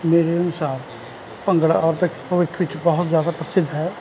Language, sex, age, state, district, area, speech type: Punjabi, male, 45-60, Punjab, Kapurthala, urban, spontaneous